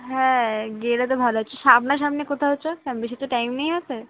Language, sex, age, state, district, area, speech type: Bengali, female, 30-45, West Bengal, Kolkata, urban, conversation